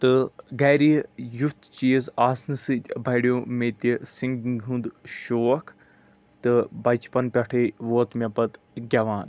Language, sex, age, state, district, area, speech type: Kashmiri, male, 30-45, Jammu and Kashmir, Anantnag, rural, spontaneous